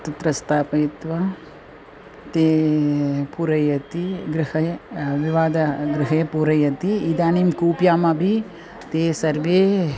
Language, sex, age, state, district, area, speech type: Sanskrit, female, 60+, Tamil Nadu, Chennai, urban, spontaneous